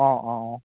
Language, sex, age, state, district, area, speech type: Assamese, male, 18-30, Assam, Majuli, urban, conversation